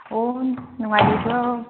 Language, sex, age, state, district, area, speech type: Manipuri, female, 30-45, Manipur, Chandel, rural, conversation